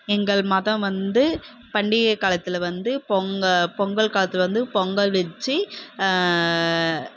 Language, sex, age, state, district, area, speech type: Tamil, female, 45-60, Tamil Nadu, Krishnagiri, rural, spontaneous